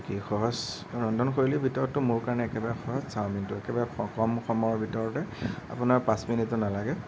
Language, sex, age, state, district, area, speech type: Assamese, male, 30-45, Assam, Nagaon, rural, spontaneous